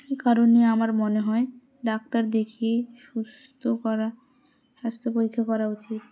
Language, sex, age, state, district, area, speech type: Bengali, female, 18-30, West Bengal, Dakshin Dinajpur, urban, spontaneous